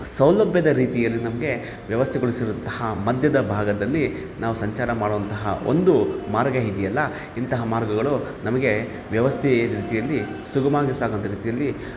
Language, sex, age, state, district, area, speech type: Kannada, male, 30-45, Karnataka, Kolar, rural, spontaneous